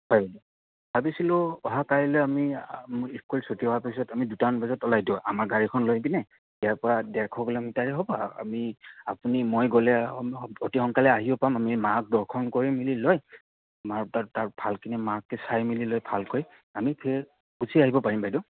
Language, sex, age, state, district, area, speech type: Assamese, male, 18-30, Assam, Goalpara, rural, conversation